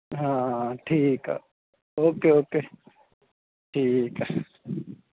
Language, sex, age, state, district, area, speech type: Punjabi, male, 18-30, Punjab, Bathinda, rural, conversation